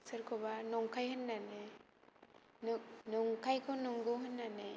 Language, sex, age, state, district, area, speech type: Bodo, female, 18-30, Assam, Kokrajhar, rural, spontaneous